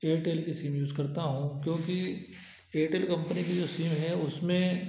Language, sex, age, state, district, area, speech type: Hindi, male, 30-45, Madhya Pradesh, Ujjain, rural, spontaneous